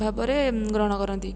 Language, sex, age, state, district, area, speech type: Odia, female, 18-30, Odisha, Jajpur, rural, spontaneous